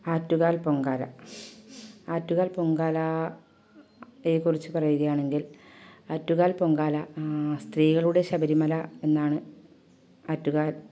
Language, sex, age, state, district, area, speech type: Malayalam, female, 30-45, Kerala, Kasaragod, urban, spontaneous